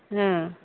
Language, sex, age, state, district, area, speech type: Maithili, female, 30-45, Bihar, Begusarai, rural, conversation